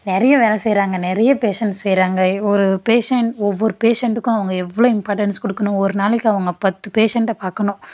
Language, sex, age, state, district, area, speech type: Tamil, female, 18-30, Tamil Nadu, Dharmapuri, rural, spontaneous